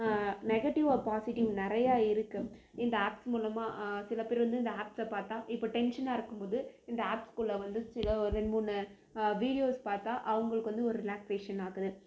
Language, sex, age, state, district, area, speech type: Tamil, female, 18-30, Tamil Nadu, Krishnagiri, rural, spontaneous